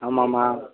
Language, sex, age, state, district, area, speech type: Tamil, male, 18-30, Tamil Nadu, Viluppuram, rural, conversation